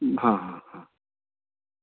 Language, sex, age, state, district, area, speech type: Gujarati, male, 60+, Gujarat, Anand, urban, conversation